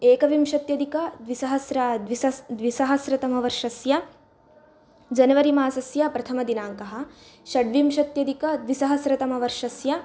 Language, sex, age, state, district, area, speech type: Sanskrit, female, 18-30, Karnataka, Bagalkot, urban, spontaneous